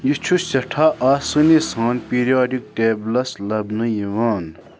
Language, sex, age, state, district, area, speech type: Kashmiri, male, 18-30, Jammu and Kashmir, Bandipora, rural, read